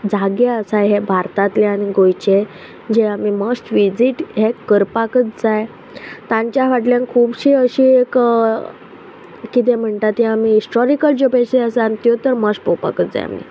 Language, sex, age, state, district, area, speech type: Goan Konkani, female, 30-45, Goa, Quepem, rural, spontaneous